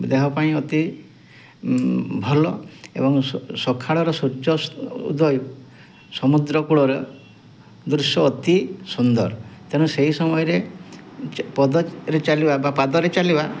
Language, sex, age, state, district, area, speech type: Odia, male, 45-60, Odisha, Mayurbhanj, rural, spontaneous